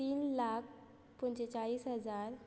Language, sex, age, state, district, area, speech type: Goan Konkani, female, 30-45, Goa, Quepem, rural, spontaneous